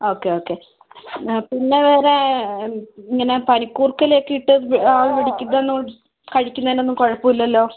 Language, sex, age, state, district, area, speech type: Malayalam, female, 18-30, Kerala, Wayanad, rural, conversation